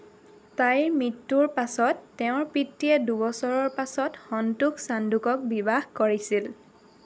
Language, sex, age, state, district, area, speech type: Assamese, female, 18-30, Assam, Lakhimpur, urban, read